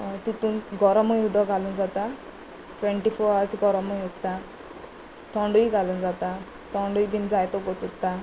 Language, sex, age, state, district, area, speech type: Goan Konkani, female, 30-45, Goa, Quepem, rural, spontaneous